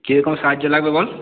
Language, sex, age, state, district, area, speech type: Bengali, male, 45-60, West Bengal, Purulia, urban, conversation